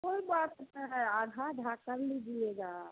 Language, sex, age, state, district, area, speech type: Hindi, female, 45-60, Bihar, Samastipur, rural, conversation